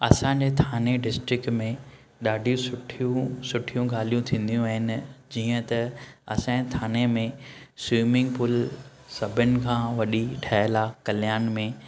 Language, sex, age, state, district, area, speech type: Sindhi, male, 30-45, Maharashtra, Thane, urban, spontaneous